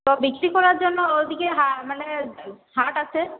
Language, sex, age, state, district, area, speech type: Bengali, female, 18-30, West Bengal, Paschim Bardhaman, rural, conversation